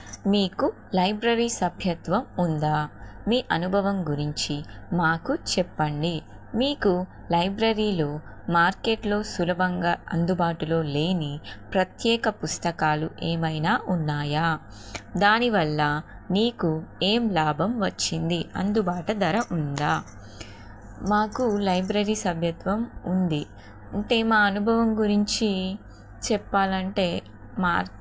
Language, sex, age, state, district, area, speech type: Telugu, female, 30-45, Telangana, Jagtial, urban, spontaneous